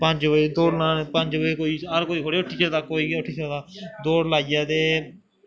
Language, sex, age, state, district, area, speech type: Dogri, male, 18-30, Jammu and Kashmir, Kathua, rural, spontaneous